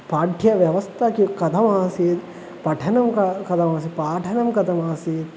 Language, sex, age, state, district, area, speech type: Sanskrit, male, 18-30, Kerala, Thrissur, urban, spontaneous